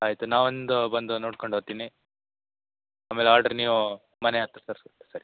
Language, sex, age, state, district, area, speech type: Kannada, male, 18-30, Karnataka, Shimoga, rural, conversation